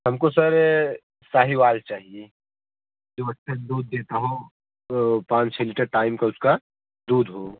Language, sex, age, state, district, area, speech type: Hindi, male, 18-30, Uttar Pradesh, Jaunpur, rural, conversation